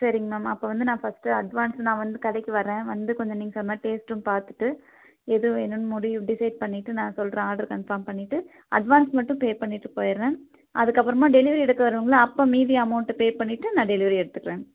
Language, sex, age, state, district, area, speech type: Tamil, female, 30-45, Tamil Nadu, Thoothukudi, rural, conversation